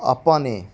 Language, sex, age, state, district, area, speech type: Punjabi, male, 30-45, Punjab, Mansa, rural, spontaneous